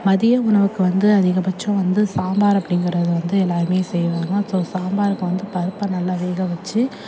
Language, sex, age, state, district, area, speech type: Tamil, female, 30-45, Tamil Nadu, Thanjavur, urban, spontaneous